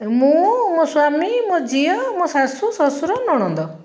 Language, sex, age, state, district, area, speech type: Odia, female, 45-60, Odisha, Puri, urban, spontaneous